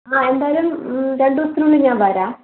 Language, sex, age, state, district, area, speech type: Malayalam, female, 18-30, Kerala, Wayanad, rural, conversation